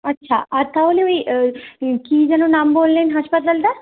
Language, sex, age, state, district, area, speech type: Bengali, female, 30-45, West Bengal, Bankura, urban, conversation